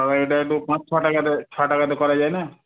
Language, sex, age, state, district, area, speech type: Bengali, male, 18-30, West Bengal, Murshidabad, urban, conversation